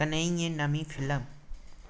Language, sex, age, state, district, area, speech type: Dogri, male, 18-30, Jammu and Kashmir, Reasi, rural, read